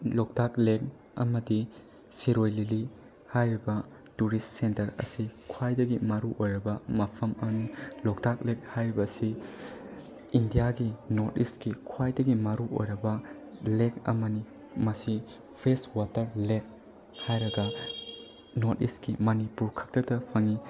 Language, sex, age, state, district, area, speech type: Manipuri, male, 18-30, Manipur, Bishnupur, rural, spontaneous